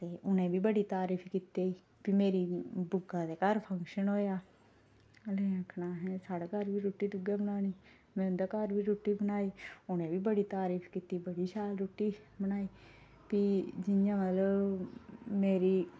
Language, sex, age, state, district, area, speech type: Dogri, female, 30-45, Jammu and Kashmir, Reasi, rural, spontaneous